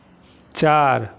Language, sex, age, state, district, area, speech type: Hindi, male, 60+, Bihar, Madhepura, rural, read